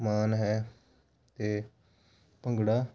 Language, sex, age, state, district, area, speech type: Punjabi, male, 18-30, Punjab, Hoshiarpur, rural, spontaneous